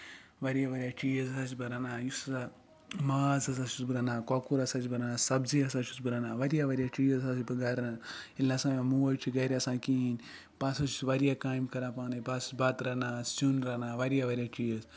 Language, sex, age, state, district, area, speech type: Kashmiri, male, 30-45, Jammu and Kashmir, Ganderbal, rural, spontaneous